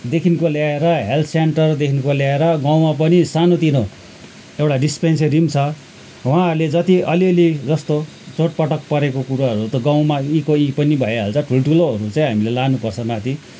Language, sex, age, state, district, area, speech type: Nepali, male, 45-60, West Bengal, Kalimpong, rural, spontaneous